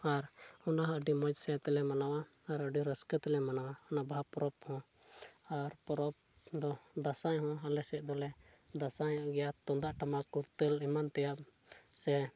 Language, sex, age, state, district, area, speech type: Santali, male, 18-30, Jharkhand, Pakur, rural, spontaneous